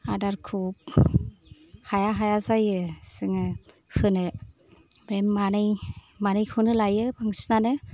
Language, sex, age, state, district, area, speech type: Bodo, female, 60+, Assam, Kokrajhar, rural, spontaneous